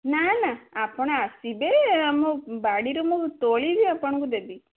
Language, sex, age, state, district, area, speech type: Odia, female, 18-30, Odisha, Bhadrak, rural, conversation